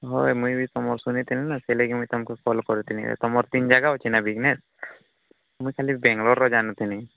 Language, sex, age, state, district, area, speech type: Odia, male, 45-60, Odisha, Nuapada, urban, conversation